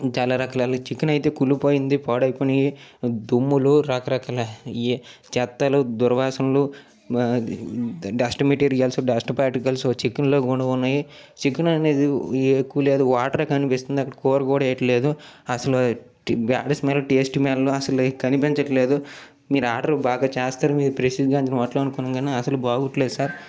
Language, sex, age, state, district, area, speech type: Telugu, male, 45-60, Andhra Pradesh, Srikakulam, urban, spontaneous